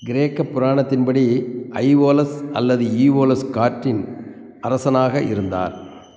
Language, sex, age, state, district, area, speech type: Tamil, male, 60+, Tamil Nadu, Theni, rural, read